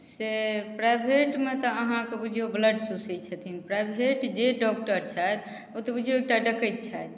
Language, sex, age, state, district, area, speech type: Maithili, female, 45-60, Bihar, Madhubani, rural, spontaneous